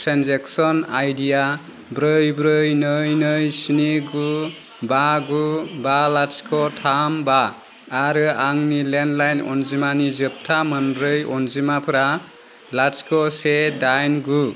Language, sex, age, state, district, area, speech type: Bodo, male, 30-45, Assam, Kokrajhar, rural, read